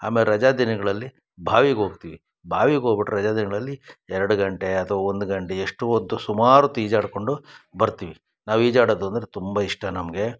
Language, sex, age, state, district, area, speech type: Kannada, male, 60+, Karnataka, Chikkaballapur, rural, spontaneous